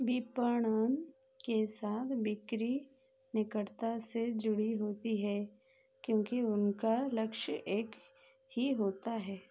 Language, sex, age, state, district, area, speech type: Hindi, female, 45-60, Madhya Pradesh, Chhindwara, rural, read